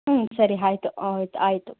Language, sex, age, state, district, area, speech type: Kannada, female, 18-30, Karnataka, Bangalore Rural, rural, conversation